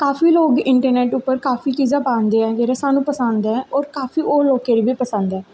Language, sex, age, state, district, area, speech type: Dogri, female, 18-30, Jammu and Kashmir, Jammu, rural, spontaneous